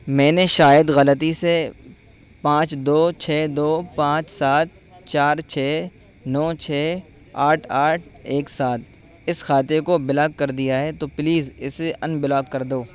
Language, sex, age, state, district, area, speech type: Urdu, male, 18-30, Uttar Pradesh, Saharanpur, urban, read